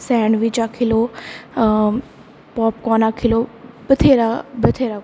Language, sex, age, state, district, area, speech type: Dogri, female, 18-30, Jammu and Kashmir, Kathua, rural, spontaneous